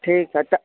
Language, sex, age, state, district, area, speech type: Sindhi, female, 45-60, Delhi, South Delhi, urban, conversation